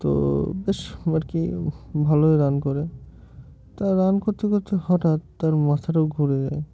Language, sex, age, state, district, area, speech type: Bengali, male, 18-30, West Bengal, Murshidabad, urban, spontaneous